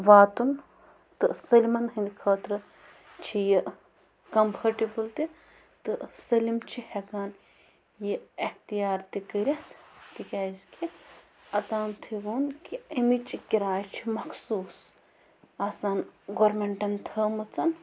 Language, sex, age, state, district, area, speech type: Kashmiri, female, 30-45, Jammu and Kashmir, Bandipora, rural, spontaneous